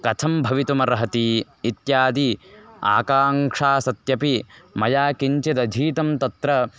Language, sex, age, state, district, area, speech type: Sanskrit, male, 18-30, Karnataka, Bellary, rural, spontaneous